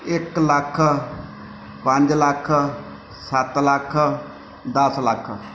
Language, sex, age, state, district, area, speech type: Punjabi, male, 45-60, Punjab, Mansa, urban, spontaneous